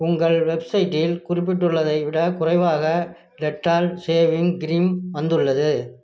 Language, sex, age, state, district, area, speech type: Tamil, male, 60+, Tamil Nadu, Nagapattinam, rural, read